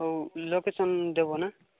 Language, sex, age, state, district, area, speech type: Odia, male, 18-30, Odisha, Nabarangpur, urban, conversation